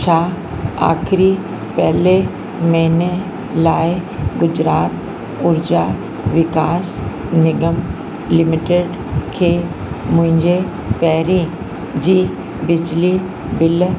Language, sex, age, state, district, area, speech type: Sindhi, female, 60+, Uttar Pradesh, Lucknow, rural, read